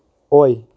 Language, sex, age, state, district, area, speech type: Manipuri, male, 18-30, Manipur, Tengnoupal, rural, read